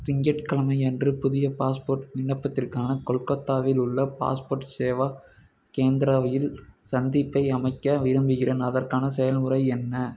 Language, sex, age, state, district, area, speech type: Tamil, male, 18-30, Tamil Nadu, Perambalur, rural, read